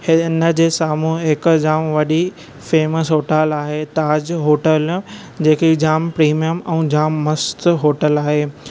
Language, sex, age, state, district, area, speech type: Sindhi, male, 18-30, Maharashtra, Thane, urban, spontaneous